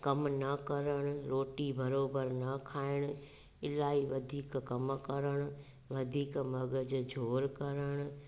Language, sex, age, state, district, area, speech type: Sindhi, female, 45-60, Gujarat, Junagadh, rural, spontaneous